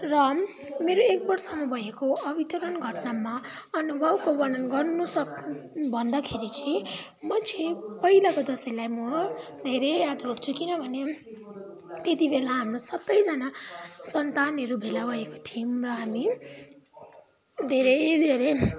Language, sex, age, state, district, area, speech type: Nepali, female, 18-30, West Bengal, Kalimpong, rural, spontaneous